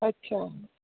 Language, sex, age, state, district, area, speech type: Dogri, female, 30-45, Jammu and Kashmir, Jammu, rural, conversation